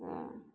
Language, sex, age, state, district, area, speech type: Maithili, female, 30-45, Bihar, Begusarai, rural, spontaneous